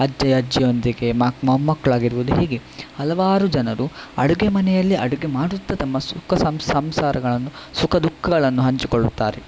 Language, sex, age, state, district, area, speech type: Kannada, male, 18-30, Karnataka, Udupi, rural, spontaneous